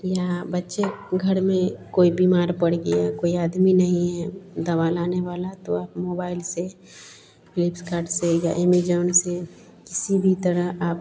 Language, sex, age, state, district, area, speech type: Hindi, female, 45-60, Bihar, Vaishali, urban, spontaneous